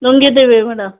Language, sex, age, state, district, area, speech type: Kannada, female, 45-60, Karnataka, Chamarajanagar, rural, conversation